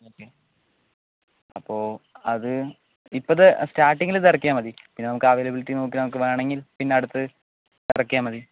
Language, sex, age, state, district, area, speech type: Malayalam, male, 18-30, Kerala, Palakkad, rural, conversation